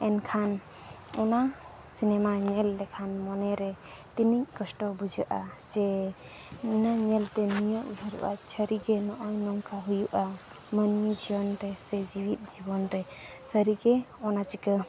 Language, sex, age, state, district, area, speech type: Santali, female, 30-45, Jharkhand, East Singhbhum, rural, spontaneous